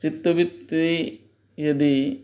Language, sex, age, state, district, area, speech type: Sanskrit, male, 30-45, West Bengal, Purba Medinipur, rural, spontaneous